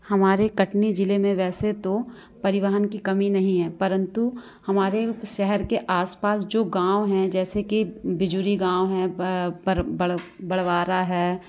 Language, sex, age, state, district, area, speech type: Hindi, female, 18-30, Madhya Pradesh, Katni, urban, spontaneous